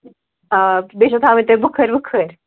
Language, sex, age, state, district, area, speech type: Kashmiri, female, 30-45, Jammu and Kashmir, Ganderbal, rural, conversation